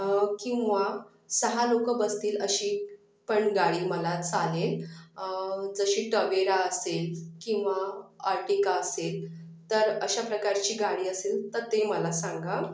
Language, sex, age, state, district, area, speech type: Marathi, other, 30-45, Maharashtra, Akola, urban, spontaneous